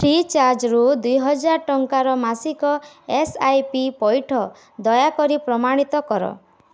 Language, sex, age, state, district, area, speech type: Odia, female, 18-30, Odisha, Bargarh, urban, read